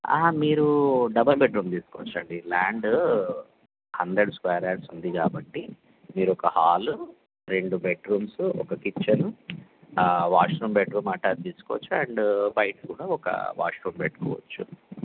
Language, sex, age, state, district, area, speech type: Telugu, male, 45-60, Andhra Pradesh, Nellore, urban, conversation